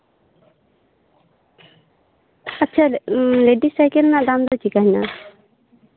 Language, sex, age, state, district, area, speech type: Santali, female, 18-30, West Bengal, Paschim Bardhaman, urban, conversation